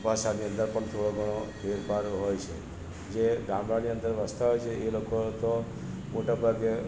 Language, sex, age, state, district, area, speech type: Gujarati, male, 60+, Gujarat, Narmada, rural, spontaneous